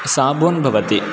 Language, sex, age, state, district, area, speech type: Sanskrit, male, 18-30, Karnataka, Uttara Kannada, urban, spontaneous